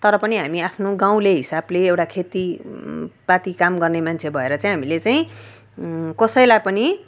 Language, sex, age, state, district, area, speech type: Nepali, female, 45-60, West Bengal, Darjeeling, rural, spontaneous